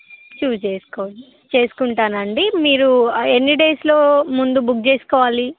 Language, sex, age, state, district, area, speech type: Telugu, female, 18-30, Telangana, Khammam, urban, conversation